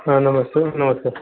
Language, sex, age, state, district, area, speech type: Hindi, male, 45-60, Uttar Pradesh, Chandauli, rural, conversation